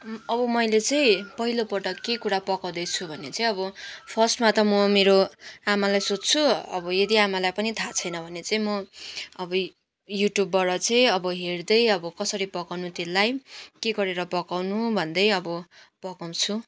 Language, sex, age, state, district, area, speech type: Nepali, female, 18-30, West Bengal, Kalimpong, rural, spontaneous